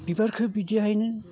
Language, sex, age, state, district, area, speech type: Bodo, male, 60+, Assam, Baksa, urban, spontaneous